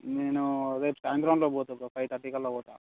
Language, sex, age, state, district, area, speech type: Telugu, male, 18-30, Telangana, Mancherial, rural, conversation